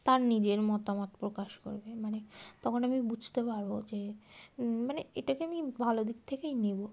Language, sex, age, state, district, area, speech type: Bengali, female, 18-30, West Bengal, Darjeeling, urban, spontaneous